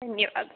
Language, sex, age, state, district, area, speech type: Sanskrit, female, 18-30, Kerala, Kollam, rural, conversation